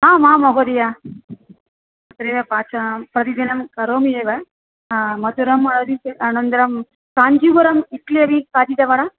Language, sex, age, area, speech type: Sanskrit, female, 45-60, urban, conversation